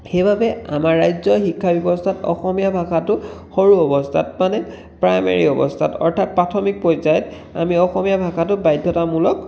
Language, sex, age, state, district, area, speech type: Assamese, male, 30-45, Assam, Dhemaji, rural, spontaneous